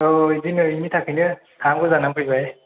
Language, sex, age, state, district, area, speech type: Bodo, male, 18-30, Assam, Chirang, urban, conversation